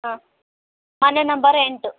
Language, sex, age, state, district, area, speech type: Kannada, female, 18-30, Karnataka, Bellary, urban, conversation